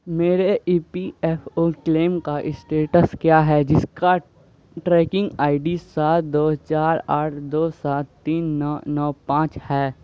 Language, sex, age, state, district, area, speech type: Urdu, male, 18-30, Bihar, Saharsa, rural, read